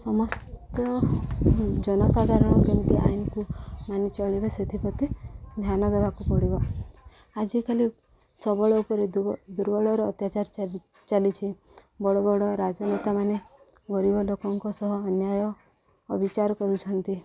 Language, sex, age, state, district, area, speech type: Odia, female, 45-60, Odisha, Subarnapur, urban, spontaneous